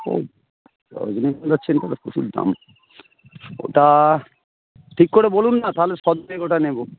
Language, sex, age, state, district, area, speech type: Bengali, male, 45-60, West Bengal, Hooghly, rural, conversation